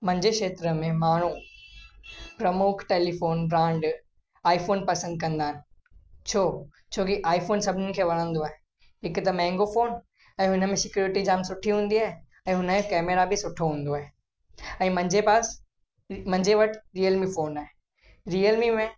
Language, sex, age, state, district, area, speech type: Sindhi, male, 18-30, Gujarat, Kutch, rural, spontaneous